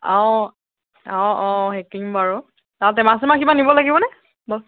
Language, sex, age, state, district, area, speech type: Assamese, female, 30-45, Assam, Lakhimpur, rural, conversation